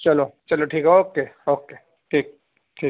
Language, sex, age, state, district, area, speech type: Urdu, male, 30-45, Uttar Pradesh, Gautam Buddha Nagar, urban, conversation